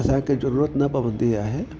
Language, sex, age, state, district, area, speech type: Sindhi, male, 60+, Delhi, South Delhi, urban, spontaneous